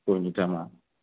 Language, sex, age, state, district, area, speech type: Bodo, male, 30-45, Assam, Udalguri, rural, conversation